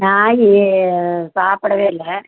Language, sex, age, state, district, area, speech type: Tamil, female, 60+, Tamil Nadu, Virudhunagar, rural, conversation